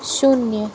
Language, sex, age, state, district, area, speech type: Hindi, female, 18-30, Uttar Pradesh, Sonbhadra, rural, read